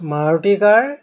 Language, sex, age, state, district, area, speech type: Assamese, male, 60+, Assam, Golaghat, urban, spontaneous